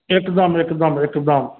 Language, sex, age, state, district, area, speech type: Maithili, male, 45-60, Bihar, Saharsa, rural, conversation